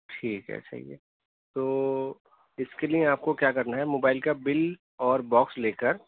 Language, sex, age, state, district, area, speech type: Urdu, male, 30-45, Delhi, East Delhi, urban, conversation